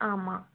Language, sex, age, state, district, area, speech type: Tamil, female, 18-30, Tamil Nadu, Chengalpattu, urban, conversation